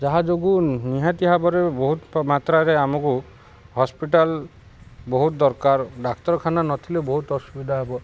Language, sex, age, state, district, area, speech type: Odia, male, 30-45, Odisha, Ganjam, urban, spontaneous